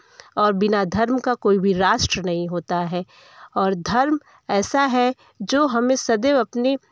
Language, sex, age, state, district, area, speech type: Hindi, female, 30-45, Uttar Pradesh, Varanasi, urban, spontaneous